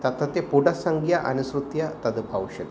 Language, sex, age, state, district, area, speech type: Sanskrit, male, 45-60, Kerala, Thrissur, urban, spontaneous